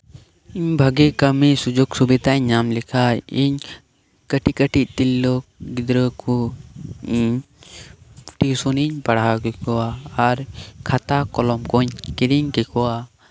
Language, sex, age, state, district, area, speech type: Santali, male, 18-30, West Bengal, Birbhum, rural, spontaneous